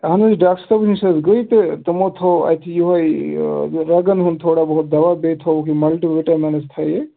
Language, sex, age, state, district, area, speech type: Kashmiri, male, 30-45, Jammu and Kashmir, Ganderbal, rural, conversation